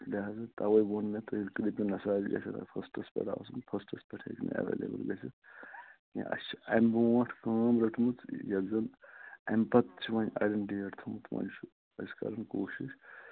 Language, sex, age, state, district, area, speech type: Kashmiri, male, 60+, Jammu and Kashmir, Shopian, rural, conversation